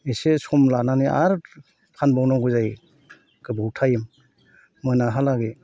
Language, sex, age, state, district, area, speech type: Bodo, male, 60+, Assam, Chirang, rural, spontaneous